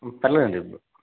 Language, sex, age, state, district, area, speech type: Telugu, male, 30-45, Telangana, Karimnagar, rural, conversation